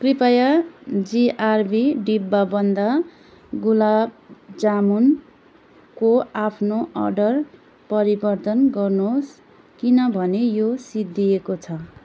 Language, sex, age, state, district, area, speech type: Nepali, female, 30-45, West Bengal, Darjeeling, rural, read